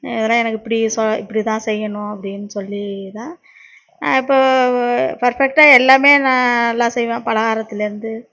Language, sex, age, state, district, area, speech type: Tamil, female, 45-60, Tamil Nadu, Nagapattinam, rural, spontaneous